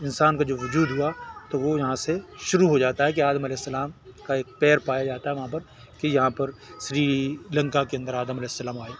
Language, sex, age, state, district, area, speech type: Urdu, male, 60+, Telangana, Hyderabad, urban, spontaneous